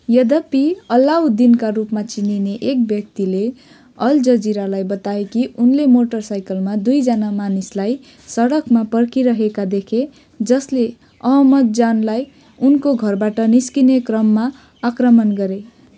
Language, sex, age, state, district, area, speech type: Nepali, female, 30-45, West Bengal, Jalpaiguri, urban, read